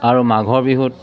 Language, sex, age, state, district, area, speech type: Assamese, male, 30-45, Assam, Sivasagar, rural, spontaneous